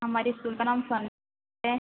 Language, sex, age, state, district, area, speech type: Hindi, female, 30-45, Madhya Pradesh, Harda, urban, conversation